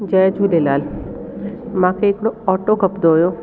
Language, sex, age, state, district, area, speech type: Sindhi, female, 45-60, Delhi, South Delhi, urban, spontaneous